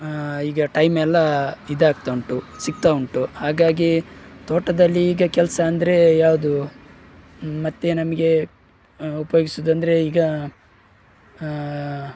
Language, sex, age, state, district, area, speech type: Kannada, male, 30-45, Karnataka, Udupi, rural, spontaneous